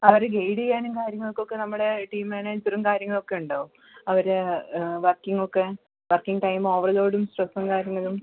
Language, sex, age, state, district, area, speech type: Malayalam, female, 18-30, Kerala, Pathanamthitta, rural, conversation